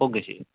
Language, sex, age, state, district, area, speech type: Assamese, male, 18-30, Assam, Darrang, rural, conversation